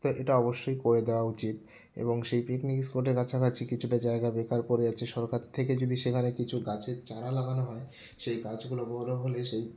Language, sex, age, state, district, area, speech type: Bengali, male, 18-30, West Bengal, Jalpaiguri, rural, spontaneous